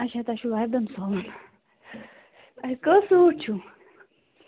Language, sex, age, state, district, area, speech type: Kashmiri, female, 18-30, Jammu and Kashmir, Bandipora, rural, conversation